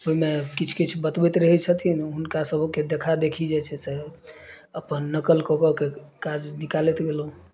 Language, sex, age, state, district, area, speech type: Maithili, male, 30-45, Bihar, Madhubani, rural, spontaneous